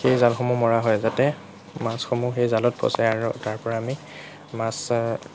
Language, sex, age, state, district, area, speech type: Assamese, male, 18-30, Assam, Lakhimpur, rural, spontaneous